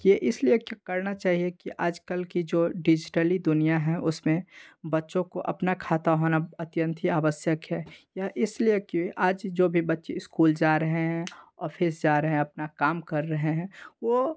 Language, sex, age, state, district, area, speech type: Hindi, male, 18-30, Bihar, Darbhanga, rural, spontaneous